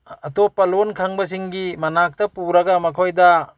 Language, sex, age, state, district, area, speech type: Manipuri, male, 60+, Manipur, Bishnupur, rural, spontaneous